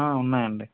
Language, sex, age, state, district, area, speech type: Telugu, male, 18-30, Andhra Pradesh, Anantapur, urban, conversation